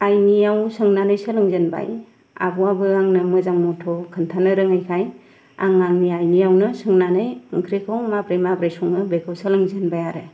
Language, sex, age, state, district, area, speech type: Bodo, female, 30-45, Assam, Kokrajhar, rural, spontaneous